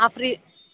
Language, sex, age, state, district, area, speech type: Telugu, female, 18-30, Telangana, Hyderabad, urban, conversation